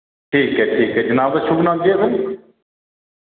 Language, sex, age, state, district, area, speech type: Dogri, male, 45-60, Jammu and Kashmir, Reasi, rural, conversation